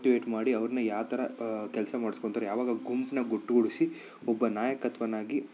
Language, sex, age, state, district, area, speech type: Kannada, male, 30-45, Karnataka, Bidar, rural, spontaneous